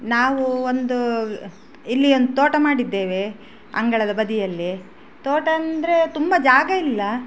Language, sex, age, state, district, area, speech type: Kannada, female, 45-60, Karnataka, Udupi, rural, spontaneous